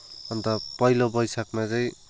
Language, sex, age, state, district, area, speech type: Nepali, male, 18-30, West Bengal, Kalimpong, rural, spontaneous